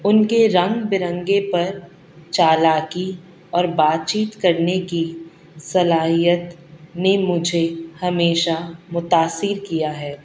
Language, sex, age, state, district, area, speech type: Urdu, female, 30-45, Delhi, South Delhi, urban, spontaneous